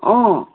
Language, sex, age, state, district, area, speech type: Assamese, female, 30-45, Assam, Tinsukia, urban, conversation